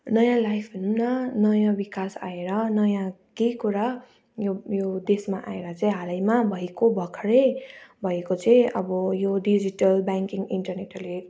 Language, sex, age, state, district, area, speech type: Nepali, female, 30-45, West Bengal, Darjeeling, rural, spontaneous